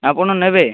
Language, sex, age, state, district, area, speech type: Odia, male, 18-30, Odisha, Malkangiri, urban, conversation